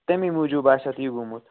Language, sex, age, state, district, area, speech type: Kashmiri, male, 18-30, Jammu and Kashmir, Kupwara, rural, conversation